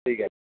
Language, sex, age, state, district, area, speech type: Bengali, male, 30-45, West Bengal, Darjeeling, rural, conversation